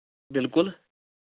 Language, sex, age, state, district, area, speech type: Kashmiri, male, 30-45, Jammu and Kashmir, Anantnag, rural, conversation